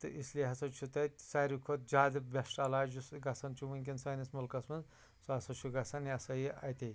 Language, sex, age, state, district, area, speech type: Kashmiri, male, 30-45, Jammu and Kashmir, Anantnag, rural, spontaneous